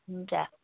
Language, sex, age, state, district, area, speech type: Nepali, female, 60+, West Bengal, Darjeeling, rural, conversation